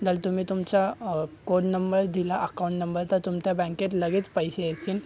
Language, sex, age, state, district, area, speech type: Marathi, male, 18-30, Maharashtra, Thane, urban, spontaneous